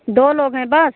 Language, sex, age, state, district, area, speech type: Hindi, female, 45-60, Uttar Pradesh, Mirzapur, rural, conversation